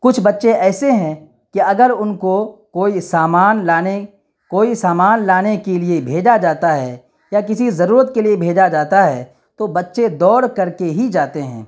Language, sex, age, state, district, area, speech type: Urdu, male, 30-45, Bihar, Darbhanga, urban, spontaneous